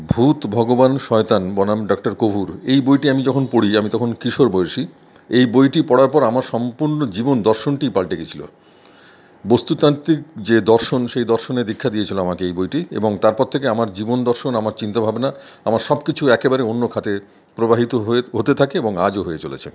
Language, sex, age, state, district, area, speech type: Bengali, male, 45-60, West Bengal, Paschim Bardhaman, urban, spontaneous